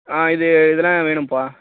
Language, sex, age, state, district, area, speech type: Tamil, male, 30-45, Tamil Nadu, Tiruchirappalli, rural, conversation